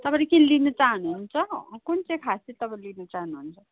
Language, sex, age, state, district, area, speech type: Nepali, female, 30-45, West Bengal, Kalimpong, rural, conversation